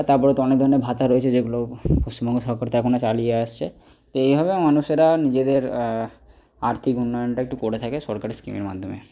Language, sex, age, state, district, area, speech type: Bengali, male, 30-45, West Bengal, Purba Bardhaman, rural, spontaneous